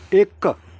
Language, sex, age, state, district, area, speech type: Punjabi, male, 45-60, Punjab, Shaheed Bhagat Singh Nagar, urban, read